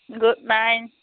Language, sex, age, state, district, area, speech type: Bodo, female, 60+, Assam, Chirang, rural, conversation